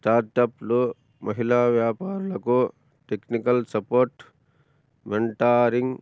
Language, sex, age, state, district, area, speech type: Telugu, male, 45-60, Andhra Pradesh, Annamaya, rural, spontaneous